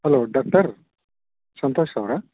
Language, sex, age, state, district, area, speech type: Kannada, male, 30-45, Karnataka, Bangalore Urban, urban, conversation